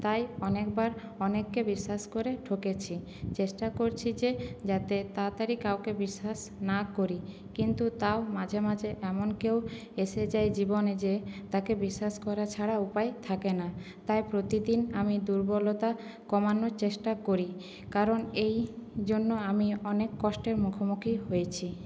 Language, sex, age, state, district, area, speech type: Bengali, female, 18-30, West Bengal, Purulia, urban, spontaneous